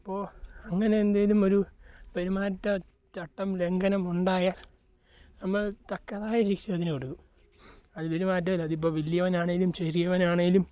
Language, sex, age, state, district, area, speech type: Malayalam, male, 18-30, Kerala, Alappuzha, rural, spontaneous